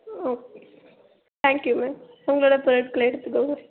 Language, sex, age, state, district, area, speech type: Tamil, female, 18-30, Tamil Nadu, Nagapattinam, rural, conversation